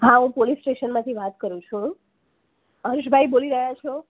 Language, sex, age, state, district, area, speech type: Gujarati, female, 30-45, Gujarat, Anand, urban, conversation